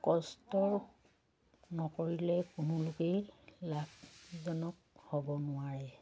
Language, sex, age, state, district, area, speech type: Assamese, female, 60+, Assam, Dibrugarh, rural, spontaneous